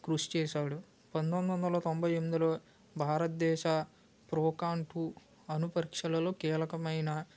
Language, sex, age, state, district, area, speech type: Telugu, male, 45-60, Andhra Pradesh, West Godavari, rural, spontaneous